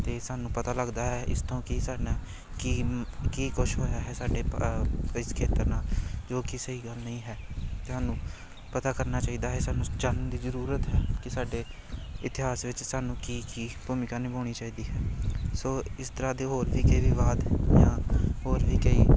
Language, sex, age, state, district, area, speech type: Punjabi, male, 18-30, Punjab, Amritsar, urban, spontaneous